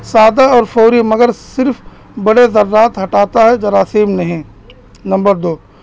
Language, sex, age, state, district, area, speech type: Urdu, male, 30-45, Uttar Pradesh, Balrampur, rural, spontaneous